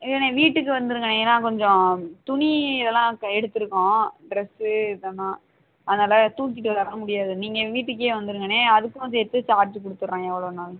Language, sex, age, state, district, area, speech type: Tamil, female, 18-30, Tamil Nadu, Sivaganga, rural, conversation